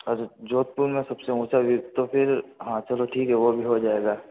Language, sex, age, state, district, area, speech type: Hindi, male, 18-30, Rajasthan, Jodhpur, urban, conversation